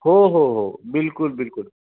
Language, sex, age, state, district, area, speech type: Marathi, male, 45-60, Maharashtra, Osmanabad, rural, conversation